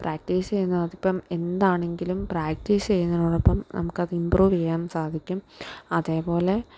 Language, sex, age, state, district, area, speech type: Malayalam, female, 18-30, Kerala, Alappuzha, rural, spontaneous